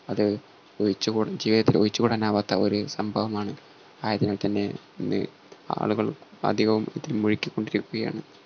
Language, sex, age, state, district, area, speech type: Malayalam, male, 18-30, Kerala, Malappuram, rural, spontaneous